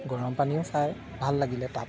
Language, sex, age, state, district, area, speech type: Assamese, male, 30-45, Assam, Golaghat, urban, spontaneous